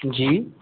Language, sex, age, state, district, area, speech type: Hindi, male, 18-30, Madhya Pradesh, Gwalior, urban, conversation